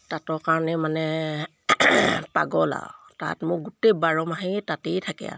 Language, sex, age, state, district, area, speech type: Assamese, female, 45-60, Assam, Sivasagar, rural, spontaneous